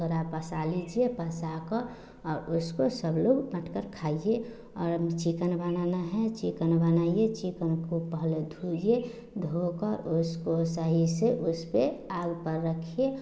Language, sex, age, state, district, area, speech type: Hindi, female, 30-45, Bihar, Samastipur, rural, spontaneous